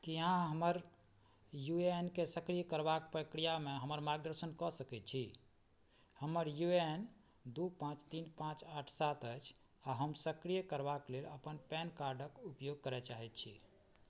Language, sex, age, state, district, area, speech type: Maithili, male, 45-60, Bihar, Madhubani, rural, read